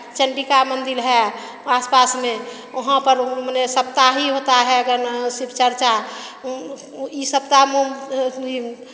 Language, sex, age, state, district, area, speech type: Hindi, female, 60+, Bihar, Begusarai, rural, spontaneous